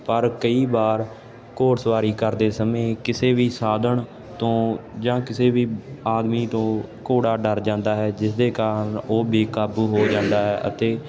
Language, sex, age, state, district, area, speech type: Punjabi, male, 18-30, Punjab, Ludhiana, rural, spontaneous